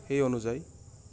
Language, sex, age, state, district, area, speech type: Assamese, male, 18-30, Assam, Goalpara, urban, spontaneous